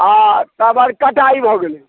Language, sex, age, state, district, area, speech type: Maithili, male, 60+, Bihar, Muzaffarpur, rural, conversation